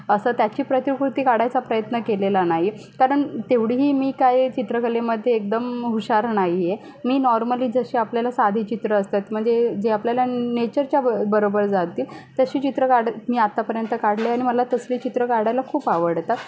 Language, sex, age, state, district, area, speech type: Marathi, female, 18-30, Maharashtra, Solapur, urban, spontaneous